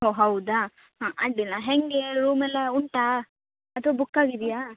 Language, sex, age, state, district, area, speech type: Kannada, female, 30-45, Karnataka, Uttara Kannada, rural, conversation